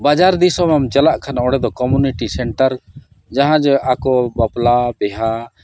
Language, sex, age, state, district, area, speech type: Santali, male, 60+, Odisha, Mayurbhanj, rural, spontaneous